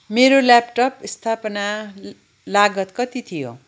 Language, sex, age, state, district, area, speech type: Nepali, female, 45-60, West Bengal, Kalimpong, rural, read